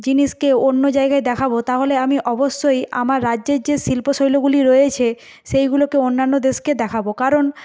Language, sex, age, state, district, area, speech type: Bengali, female, 30-45, West Bengal, Purba Medinipur, rural, spontaneous